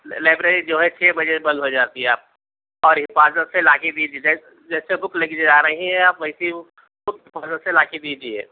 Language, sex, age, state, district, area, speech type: Urdu, male, 45-60, Telangana, Hyderabad, urban, conversation